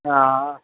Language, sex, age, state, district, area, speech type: Tamil, male, 30-45, Tamil Nadu, Tiruvannamalai, urban, conversation